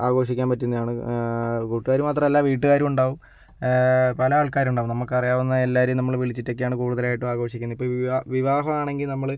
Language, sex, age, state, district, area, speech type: Malayalam, male, 60+, Kerala, Kozhikode, urban, spontaneous